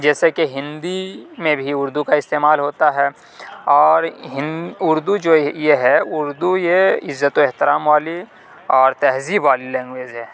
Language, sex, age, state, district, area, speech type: Urdu, male, 45-60, Uttar Pradesh, Aligarh, rural, spontaneous